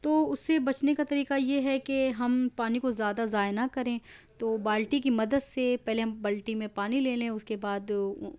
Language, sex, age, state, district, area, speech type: Urdu, female, 30-45, Delhi, South Delhi, urban, spontaneous